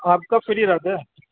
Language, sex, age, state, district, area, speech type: Urdu, male, 30-45, Uttar Pradesh, Gautam Buddha Nagar, urban, conversation